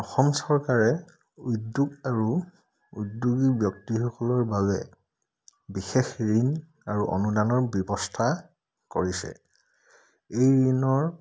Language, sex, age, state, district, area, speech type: Assamese, male, 30-45, Assam, Charaideo, urban, spontaneous